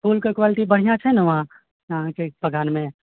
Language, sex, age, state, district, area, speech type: Maithili, male, 60+, Bihar, Purnia, rural, conversation